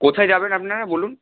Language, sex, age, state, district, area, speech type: Bengali, male, 18-30, West Bengal, Purba Medinipur, rural, conversation